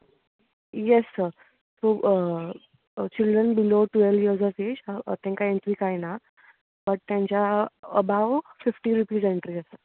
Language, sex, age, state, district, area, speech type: Goan Konkani, female, 18-30, Goa, Bardez, urban, conversation